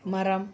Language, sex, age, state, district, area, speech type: Tamil, female, 45-60, Tamil Nadu, Nagapattinam, urban, read